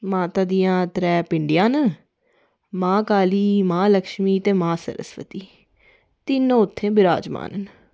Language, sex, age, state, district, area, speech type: Dogri, female, 30-45, Jammu and Kashmir, Reasi, rural, spontaneous